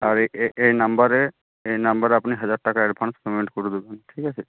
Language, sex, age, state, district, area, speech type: Bengali, male, 18-30, West Bengal, Uttar Dinajpur, urban, conversation